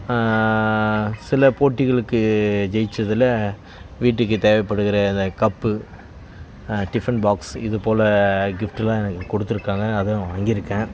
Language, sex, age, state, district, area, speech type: Tamil, male, 30-45, Tamil Nadu, Kallakurichi, rural, spontaneous